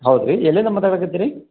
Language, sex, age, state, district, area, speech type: Kannada, male, 45-60, Karnataka, Koppal, rural, conversation